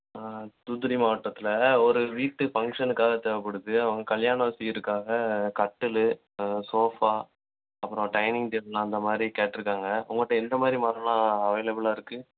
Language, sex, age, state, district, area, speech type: Tamil, male, 18-30, Tamil Nadu, Thoothukudi, rural, conversation